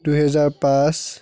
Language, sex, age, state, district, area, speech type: Assamese, male, 30-45, Assam, Biswanath, rural, spontaneous